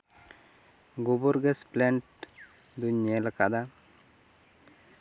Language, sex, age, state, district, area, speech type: Santali, male, 30-45, West Bengal, Bankura, rural, spontaneous